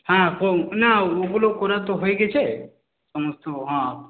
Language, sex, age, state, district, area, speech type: Bengali, male, 60+, West Bengal, Purulia, rural, conversation